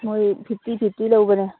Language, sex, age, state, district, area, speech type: Manipuri, female, 45-60, Manipur, Churachandpur, urban, conversation